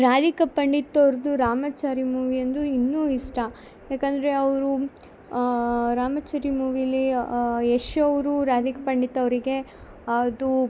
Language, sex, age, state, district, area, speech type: Kannada, female, 18-30, Karnataka, Chikkamagaluru, rural, spontaneous